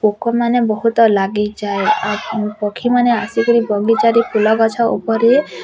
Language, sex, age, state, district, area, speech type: Odia, female, 18-30, Odisha, Bargarh, rural, spontaneous